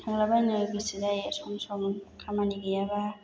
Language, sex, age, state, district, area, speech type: Bodo, female, 30-45, Assam, Chirang, rural, spontaneous